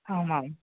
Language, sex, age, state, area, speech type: Sanskrit, male, 18-30, Uttar Pradesh, rural, conversation